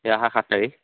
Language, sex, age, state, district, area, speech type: Assamese, male, 18-30, Assam, Majuli, urban, conversation